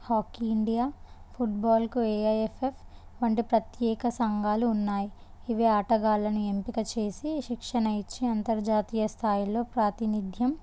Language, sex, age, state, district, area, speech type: Telugu, female, 18-30, Telangana, Jangaon, urban, spontaneous